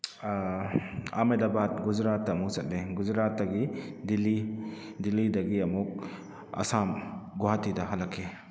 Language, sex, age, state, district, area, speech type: Manipuri, male, 30-45, Manipur, Kakching, rural, spontaneous